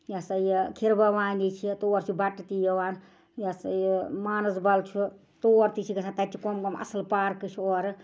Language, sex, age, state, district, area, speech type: Kashmiri, female, 60+, Jammu and Kashmir, Ganderbal, rural, spontaneous